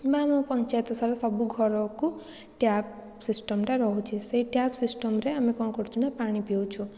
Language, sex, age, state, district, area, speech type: Odia, female, 45-60, Odisha, Puri, urban, spontaneous